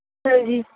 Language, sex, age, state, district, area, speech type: Punjabi, female, 30-45, Punjab, Kapurthala, urban, conversation